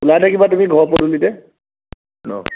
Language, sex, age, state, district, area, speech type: Assamese, male, 30-45, Assam, Nagaon, rural, conversation